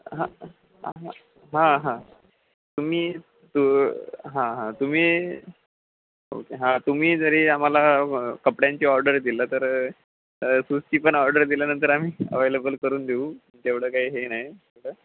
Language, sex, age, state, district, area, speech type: Marathi, male, 18-30, Maharashtra, Ratnagiri, rural, conversation